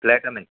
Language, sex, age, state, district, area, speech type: Sindhi, male, 30-45, Gujarat, Surat, urban, conversation